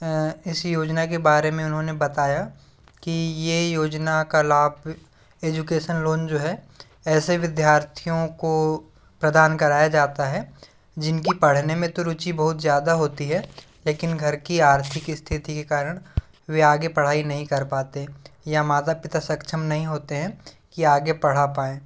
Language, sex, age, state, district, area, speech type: Hindi, male, 45-60, Madhya Pradesh, Bhopal, rural, spontaneous